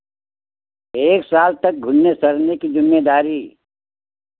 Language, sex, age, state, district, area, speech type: Hindi, male, 60+, Uttar Pradesh, Lucknow, rural, conversation